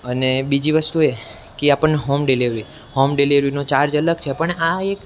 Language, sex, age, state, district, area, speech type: Gujarati, male, 18-30, Gujarat, Surat, urban, spontaneous